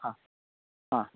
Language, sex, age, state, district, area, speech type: Kannada, male, 18-30, Karnataka, Shimoga, rural, conversation